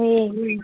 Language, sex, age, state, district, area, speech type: Nepali, female, 30-45, West Bengal, Kalimpong, rural, conversation